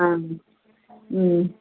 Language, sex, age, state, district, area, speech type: Tamil, female, 45-60, Tamil Nadu, Krishnagiri, rural, conversation